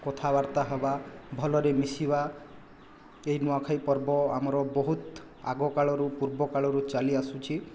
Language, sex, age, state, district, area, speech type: Odia, male, 18-30, Odisha, Boudh, rural, spontaneous